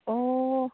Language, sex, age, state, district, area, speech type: Manipuri, female, 30-45, Manipur, Chandel, rural, conversation